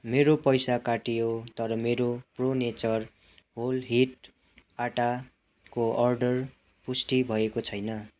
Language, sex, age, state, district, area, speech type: Nepali, male, 18-30, West Bengal, Darjeeling, rural, read